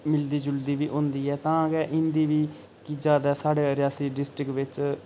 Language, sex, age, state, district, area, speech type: Dogri, male, 18-30, Jammu and Kashmir, Reasi, rural, spontaneous